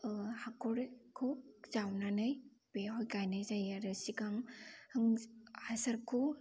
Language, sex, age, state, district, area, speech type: Bodo, female, 18-30, Assam, Kokrajhar, rural, spontaneous